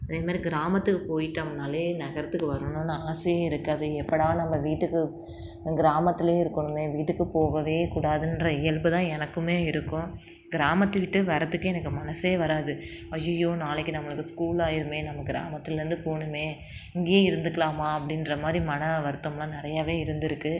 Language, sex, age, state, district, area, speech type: Tamil, female, 30-45, Tamil Nadu, Tiruchirappalli, rural, spontaneous